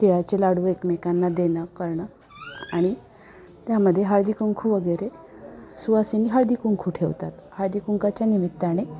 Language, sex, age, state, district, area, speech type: Marathi, female, 45-60, Maharashtra, Osmanabad, rural, spontaneous